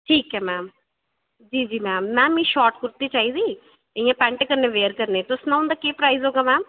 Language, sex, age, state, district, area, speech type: Dogri, female, 30-45, Jammu and Kashmir, Udhampur, urban, conversation